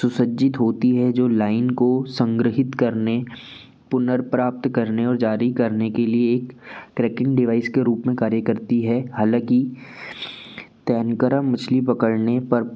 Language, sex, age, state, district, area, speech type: Hindi, male, 18-30, Madhya Pradesh, Betul, urban, spontaneous